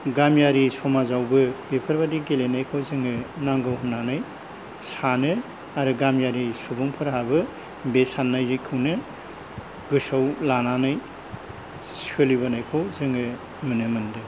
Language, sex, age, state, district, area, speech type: Bodo, male, 60+, Assam, Kokrajhar, rural, spontaneous